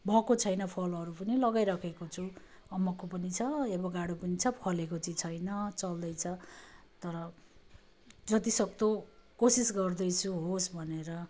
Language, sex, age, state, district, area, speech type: Nepali, female, 30-45, West Bengal, Darjeeling, rural, spontaneous